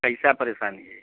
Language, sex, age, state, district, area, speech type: Hindi, male, 45-60, Uttar Pradesh, Prayagraj, rural, conversation